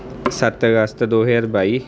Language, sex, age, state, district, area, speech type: Punjabi, male, 18-30, Punjab, Mansa, urban, spontaneous